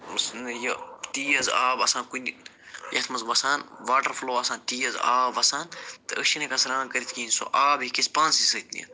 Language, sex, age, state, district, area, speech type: Kashmiri, male, 45-60, Jammu and Kashmir, Budgam, urban, spontaneous